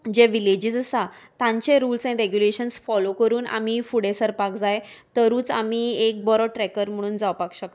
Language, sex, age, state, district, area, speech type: Goan Konkani, female, 30-45, Goa, Salcete, urban, spontaneous